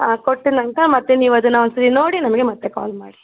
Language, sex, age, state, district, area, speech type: Kannada, female, 45-60, Karnataka, Davanagere, rural, conversation